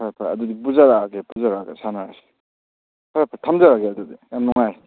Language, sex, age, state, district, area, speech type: Manipuri, male, 18-30, Manipur, Kakching, rural, conversation